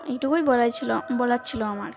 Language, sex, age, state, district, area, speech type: Bengali, female, 18-30, West Bengal, Birbhum, urban, spontaneous